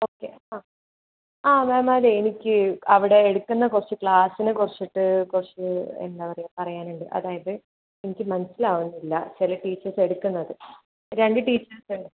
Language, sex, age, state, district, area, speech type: Malayalam, male, 18-30, Kerala, Kozhikode, urban, conversation